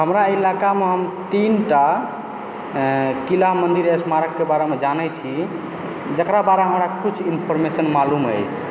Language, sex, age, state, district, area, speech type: Maithili, male, 18-30, Bihar, Supaul, rural, spontaneous